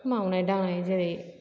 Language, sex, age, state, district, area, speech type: Bodo, female, 30-45, Assam, Chirang, urban, spontaneous